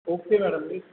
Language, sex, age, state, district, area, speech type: Marathi, male, 60+, Maharashtra, Satara, urban, conversation